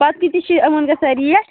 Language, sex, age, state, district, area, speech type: Kashmiri, female, 30-45, Jammu and Kashmir, Bandipora, rural, conversation